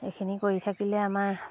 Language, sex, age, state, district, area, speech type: Assamese, female, 30-45, Assam, Lakhimpur, rural, spontaneous